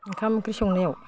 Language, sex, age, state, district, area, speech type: Bodo, female, 60+, Assam, Udalguri, rural, spontaneous